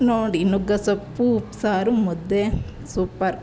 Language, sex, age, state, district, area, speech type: Kannada, female, 30-45, Karnataka, Chamarajanagar, rural, spontaneous